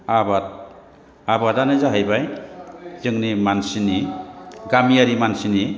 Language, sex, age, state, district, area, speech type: Bodo, male, 60+, Assam, Chirang, rural, spontaneous